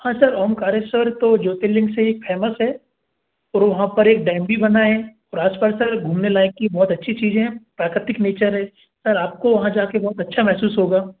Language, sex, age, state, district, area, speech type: Hindi, male, 18-30, Madhya Pradesh, Bhopal, urban, conversation